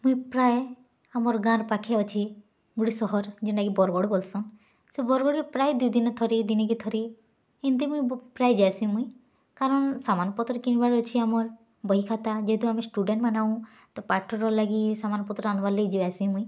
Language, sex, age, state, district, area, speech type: Odia, female, 18-30, Odisha, Bargarh, urban, spontaneous